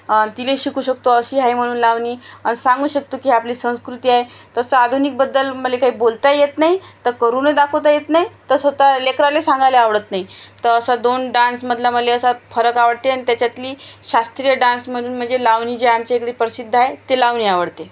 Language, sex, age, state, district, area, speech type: Marathi, female, 30-45, Maharashtra, Washim, urban, spontaneous